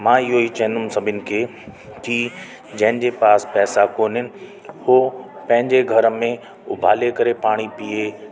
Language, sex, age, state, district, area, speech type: Sindhi, male, 30-45, Delhi, South Delhi, urban, spontaneous